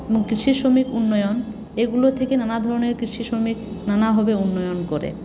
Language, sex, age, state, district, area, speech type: Bengali, female, 60+, West Bengal, Paschim Bardhaman, urban, spontaneous